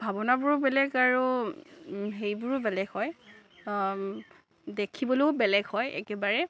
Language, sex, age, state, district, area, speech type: Assamese, female, 30-45, Assam, Nagaon, rural, spontaneous